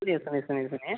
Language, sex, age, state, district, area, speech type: Hindi, male, 18-30, Madhya Pradesh, Betul, urban, conversation